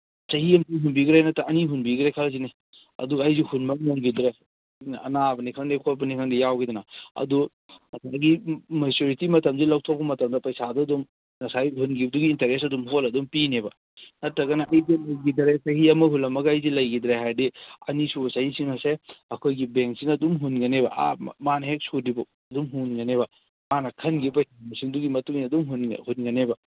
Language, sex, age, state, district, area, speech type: Manipuri, male, 30-45, Manipur, Kangpokpi, urban, conversation